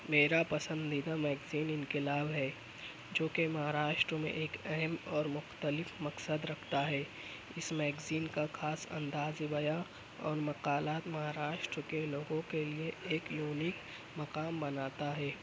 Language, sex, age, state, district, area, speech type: Urdu, male, 18-30, Maharashtra, Nashik, urban, spontaneous